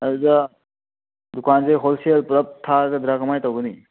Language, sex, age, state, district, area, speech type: Manipuri, male, 18-30, Manipur, Churachandpur, rural, conversation